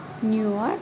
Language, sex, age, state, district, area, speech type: Telugu, female, 18-30, Andhra Pradesh, Kakinada, rural, spontaneous